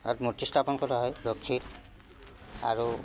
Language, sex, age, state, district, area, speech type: Assamese, male, 60+, Assam, Udalguri, rural, spontaneous